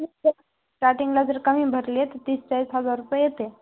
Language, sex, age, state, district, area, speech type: Marathi, female, 18-30, Maharashtra, Hingoli, urban, conversation